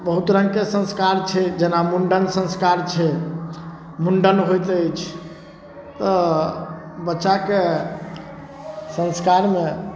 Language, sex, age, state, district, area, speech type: Maithili, male, 30-45, Bihar, Darbhanga, urban, spontaneous